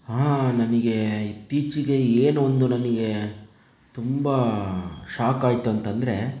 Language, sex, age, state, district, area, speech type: Kannada, male, 30-45, Karnataka, Chitradurga, rural, spontaneous